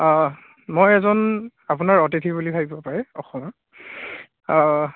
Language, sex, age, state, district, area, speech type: Assamese, male, 18-30, Assam, Charaideo, rural, conversation